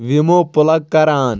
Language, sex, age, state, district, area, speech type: Kashmiri, male, 18-30, Jammu and Kashmir, Anantnag, rural, read